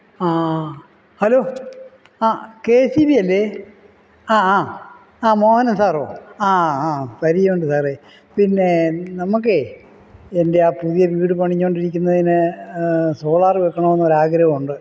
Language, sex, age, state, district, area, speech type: Malayalam, male, 60+, Kerala, Kollam, rural, spontaneous